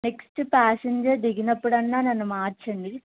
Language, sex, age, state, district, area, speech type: Telugu, female, 18-30, Andhra Pradesh, Guntur, urban, conversation